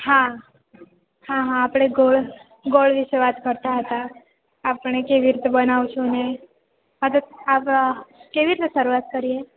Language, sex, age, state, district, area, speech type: Gujarati, female, 18-30, Gujarat, Valsad, rural, conversation